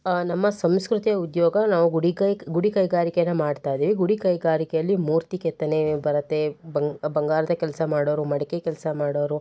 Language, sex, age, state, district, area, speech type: Kannada, female, 18-30, Karnataka, Shimoga, rural, spontaneous